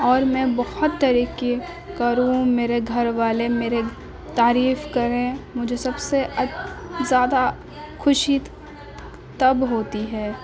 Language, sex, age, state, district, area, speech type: Urdu, female, 18-30, Uttar Pradesh, Gautam Buddha Nagar, urban, spontaneous